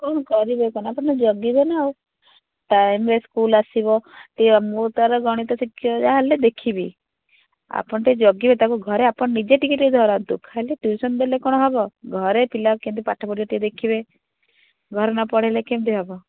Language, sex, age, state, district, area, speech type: Odia, female, 30-45, Odisha, Cuttack, urban, conversation